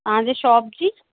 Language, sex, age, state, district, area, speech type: Sindhi, female, 30-45, Uttar Pradesh, Lucknow, urban, conversation